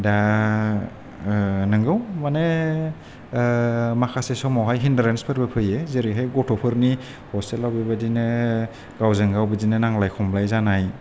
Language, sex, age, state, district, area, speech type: Bodo, male, 30-45, Assam, Kokrajhar, rural, spontaneous